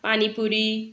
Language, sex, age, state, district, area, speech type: Marathi, female, 30-45, Maharashtra, Bhandara, urban, spontaneous